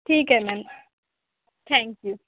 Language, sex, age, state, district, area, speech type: Marathi, female, 18-30, Maharashtra, Akola, rural, conversation